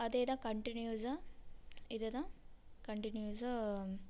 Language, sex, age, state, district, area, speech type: Tamil, female, 18-30, Tamil Nadu, Namakkal, rural, spontaneous